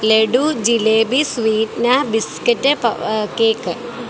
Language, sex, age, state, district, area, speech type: Malayalam, female, 30-45, Kerala, Kottayam, rural, spontaneous